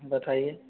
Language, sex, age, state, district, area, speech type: Hindi, male, 60+, Rajasthan, Karauli, rural, conversation